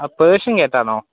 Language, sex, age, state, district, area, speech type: Malayalam, male, 18-30, Kerala, Wayanad, rural, conversation